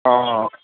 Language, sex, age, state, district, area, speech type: Punjabi, male, 30-45, Punjab, Ludhiana, rural, conversation